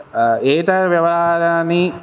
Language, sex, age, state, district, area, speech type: Sanskrit, male, 18-30, Telangana, Hyderabad, urban, spontaneous